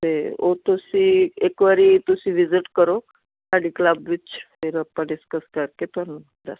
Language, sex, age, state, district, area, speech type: Punjabi, female, 60+, Punjab, Firozpur, urban, conversation